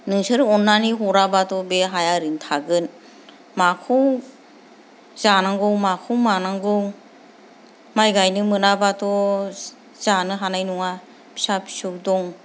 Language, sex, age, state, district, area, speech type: Bodo, female, 30-45, Assam, Kokrajhar, rural, spontaneous